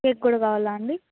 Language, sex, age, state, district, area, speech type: Telugu, female, 18-30, Andhra Pradesh, Annamaya, rural, conversation